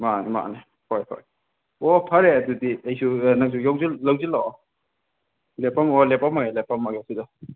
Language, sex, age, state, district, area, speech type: Manipuri, male, 18-30, Manipur, Kakching, rural, conversation